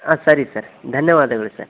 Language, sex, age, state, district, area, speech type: Kannada, male, 18-30, Karnataka, Koppal, rural, conversation